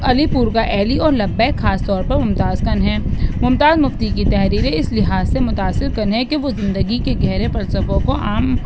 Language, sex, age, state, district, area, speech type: Urdu, female, 18-30, Delhi, East Delhi, urban, spontaneous